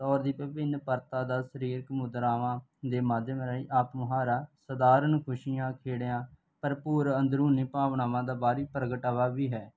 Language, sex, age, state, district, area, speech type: Punjabi, male, 18-30, Punjab, Barnala, rural, spontaneous